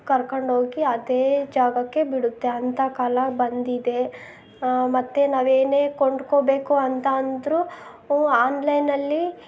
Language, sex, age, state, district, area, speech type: Kannada, female, 30-45, Karnataka, Chitradurga, rural, spontaneous